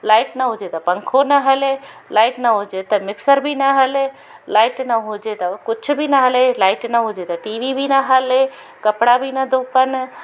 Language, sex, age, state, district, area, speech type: Sindhi, female, 45-60, Gujarat, Junagadh, urban, spontaneous